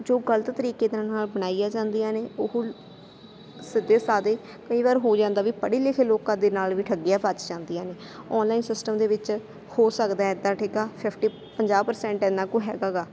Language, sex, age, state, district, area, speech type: Punjabi, female, 18-30, Punjab, Sangrur, rural, spontaneous